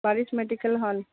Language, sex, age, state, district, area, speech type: Bengali, female, 60+, West Bengal, Purba Bardhaman, urban, conversation